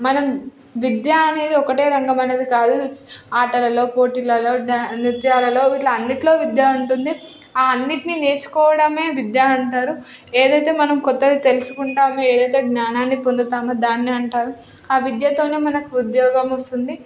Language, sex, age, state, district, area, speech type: Telugu, female, 18-30, Telangana, Hyderabad, urban, spontaneous